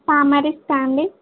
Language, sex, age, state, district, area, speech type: Telugu, female, 18-30, Telangana, Siddipet, urban, conversation